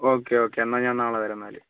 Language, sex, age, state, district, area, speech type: Malayalam, male, 18-30, Kerala, Kozhikode, urban, conversation